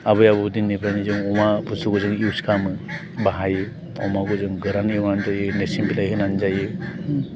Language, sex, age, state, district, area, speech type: Bodo, male, 45-60, Assam, Chirang, urban, spontaneous